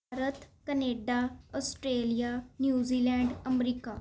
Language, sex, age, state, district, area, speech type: Punjabi, female, 18-30, Punjab, Mohali, urban, spontaneous